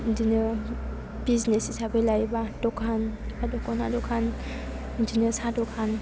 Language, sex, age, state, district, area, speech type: Bodo, female, 18-30, Assam, Chirang, rural, spontaneous